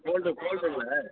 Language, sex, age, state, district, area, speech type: Tamil, male, 60+, Tamil Nadu, Virudhunagar, rural, conversation